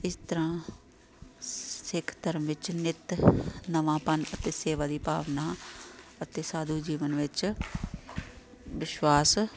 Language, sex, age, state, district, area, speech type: Punjabi, female, 45-60, Punjab, Amritsar, urban, spontaneous